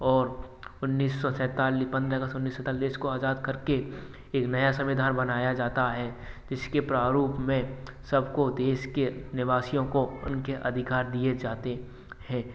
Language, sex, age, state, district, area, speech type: Hindi, male, 18-30, Rajasthan, Bharatpur, rural, spontaneous